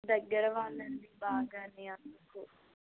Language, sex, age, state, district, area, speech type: Telugu, female, 18-30, Andhra Pradesh, N T Rama Rao, urban, conversation